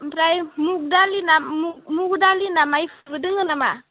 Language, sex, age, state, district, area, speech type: Bodo, female, 18-30, Assam, Udalguri, rural, conversation